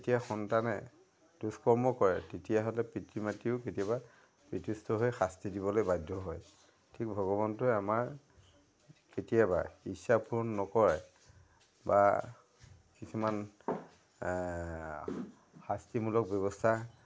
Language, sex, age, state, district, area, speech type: Assamese, male, 60+, Assam, Majuli, urban, spontaneous